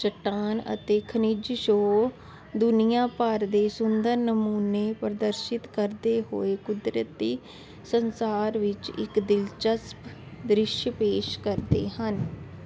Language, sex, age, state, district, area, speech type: Punjabi, female, 30-45, Punjab, Jalandhar, urban, spontaneous